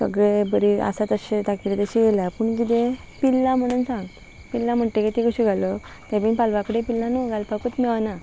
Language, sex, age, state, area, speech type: Goan Konkani, female, 18-30, Goa, rural, spontaneous